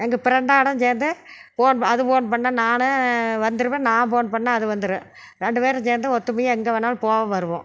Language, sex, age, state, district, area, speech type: Tamil, female, 60+, Tamil Nadu, Erode, urban, spontaneous